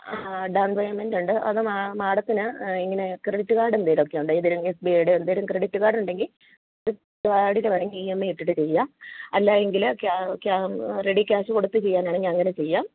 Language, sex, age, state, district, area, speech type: Malayalam, female, 45-60, Kerala, Idukki, rural, conversation